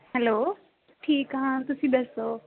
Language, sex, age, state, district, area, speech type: Punjabi, female, 18-30, Punjab, Muktsar, rural, conversation